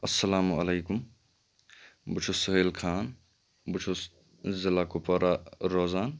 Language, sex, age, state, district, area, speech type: Kashmiri, male, 30-45, Jammu and Kashmir, Kupwara, urban, spontaneous